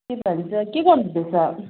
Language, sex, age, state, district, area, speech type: Nepali, female, 45-60, West Bengal, Jalpaiguri, rural, conversation